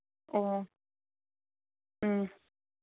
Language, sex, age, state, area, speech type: Manipuri, female, 30-45, Manipur, urban, conversation